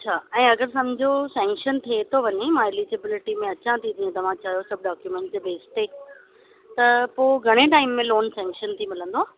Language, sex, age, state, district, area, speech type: Sindhi, female, 45-60, Maharashtra, Mumbai Suburban, urban, conversation